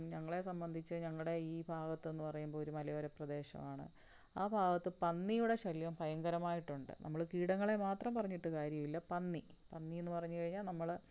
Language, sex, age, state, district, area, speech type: Malayalam, female, 45-60, Kerala, Palakkad, rural, spontaneous